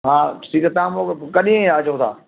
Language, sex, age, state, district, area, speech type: Sindhi, male, 60+, Delhi, South Delhi, rural, conversation